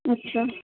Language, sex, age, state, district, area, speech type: Hindi, female, 45-60, Rajasthan, Jodhpur, urban, conversation